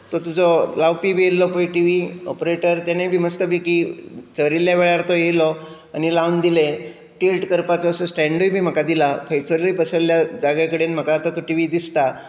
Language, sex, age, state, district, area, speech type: Goan Konkani, male, 60+, Goa, Bardez, urban, spontaneous